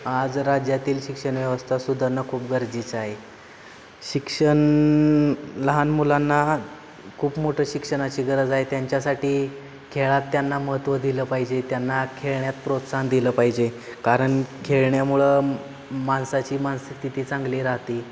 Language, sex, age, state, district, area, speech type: Marathi, male, 18-30, Maharashtra, Satara, urban, spontaneous